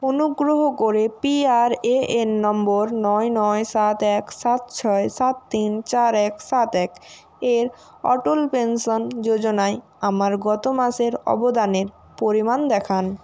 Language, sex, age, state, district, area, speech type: Bengali, female, 30-45, West Bengal, Nadia, urban, read